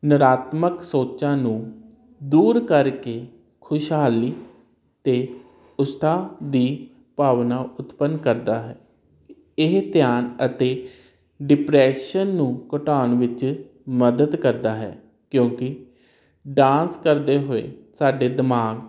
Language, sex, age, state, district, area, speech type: Punjabi, male, 30-45, Punjab, Hoshiarpur, urban, spontaneous